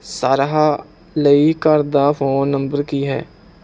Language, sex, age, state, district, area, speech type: Punjabi, male, 18-30, Punjab, Mohali, rural, read